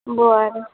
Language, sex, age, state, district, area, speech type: Marathi, female, 18-30, Maharashtra, Nagpur, urban, conversation